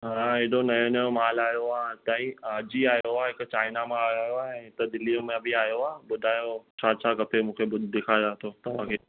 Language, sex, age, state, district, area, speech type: Sindhi, male, 18-30, Maharashtra, Mumbai Suburban, urban, conversation